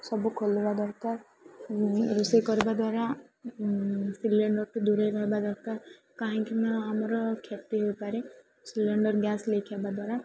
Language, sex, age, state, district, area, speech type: Odia, female, 18-30, Odisha, Ganjam, urban, spontaneous